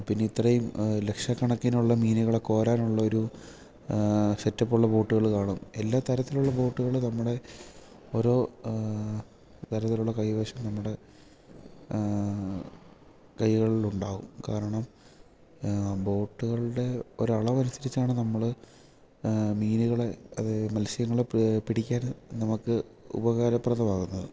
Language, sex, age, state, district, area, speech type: Malayalam, male, 18-30, Kerala, Idukki, rural, spontaneous